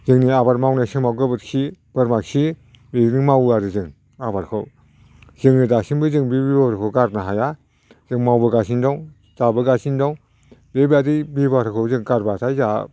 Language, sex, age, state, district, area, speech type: Bodo, male, 60+, Assam, Udalguri, rural, spontaneous